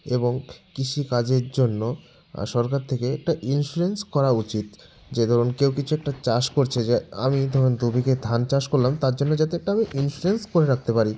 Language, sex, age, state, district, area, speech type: Bengali, male, 30-45, West Bengal, Jalpaiguri, rural, spontaneous